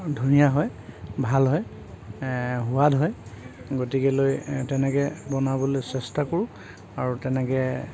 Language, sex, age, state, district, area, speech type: Assamese, male, 45-60, Assam, Sivasagar, rural, spontaneous